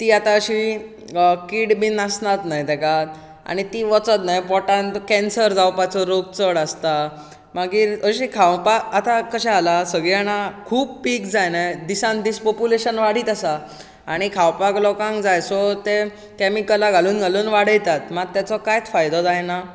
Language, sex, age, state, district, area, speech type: Goan Konkani, male, 18-30, Goa, Bardez, rural, spontaneous